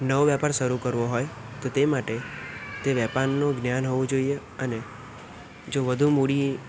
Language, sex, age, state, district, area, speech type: Gujarati, male, 18-30, Gujarat, Kheda, rural, spontaneous